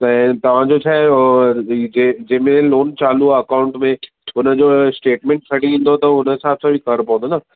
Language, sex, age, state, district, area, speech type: Sindhi, male, 30-45, Maharashtra, Thane, urban, conversation